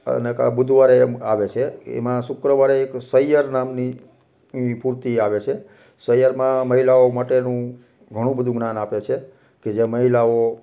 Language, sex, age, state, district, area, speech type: Gujarati, male, 45-60, Gujarat, Rajkot, rural, spontaneous